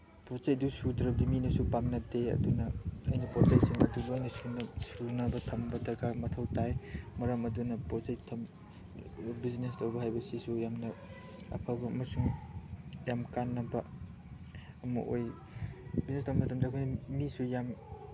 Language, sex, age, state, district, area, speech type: Manipuri, male, 18-30, Manipur, Chandel, rural, spontaneous